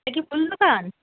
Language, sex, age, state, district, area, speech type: Bengali, female, 30-45, West Bengal, Darjeeling, rural, conversation